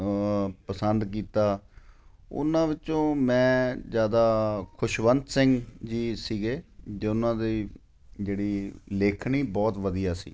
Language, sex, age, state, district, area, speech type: Punjabi, male, 45-60, Punjab, Ludhiana, urban, spontaneous